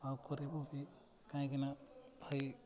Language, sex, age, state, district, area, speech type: Odia, male, 18-30, Odisha, Nabarangpur, urban, spontaneous